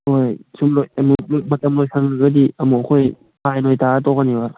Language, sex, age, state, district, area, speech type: Manipuri, male, 18-30, Manipur, Kangpokpi, urban, conversation